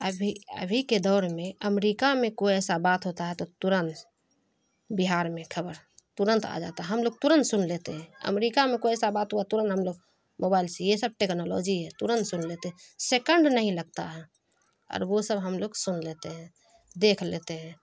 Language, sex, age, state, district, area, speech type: Urdu, female, 30-45, Bihar, Khagaria, rural, spontaneous